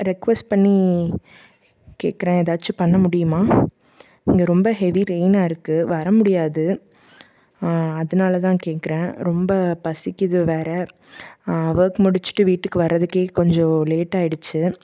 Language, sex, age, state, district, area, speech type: Tamil, female, 18-30, Tamil Nadu, Tiruppur, rural, spontaneous